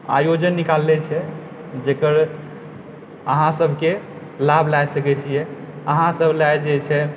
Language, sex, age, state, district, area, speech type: Maithili, male, 18-30, Bihar, Purnia, urban, spontaneous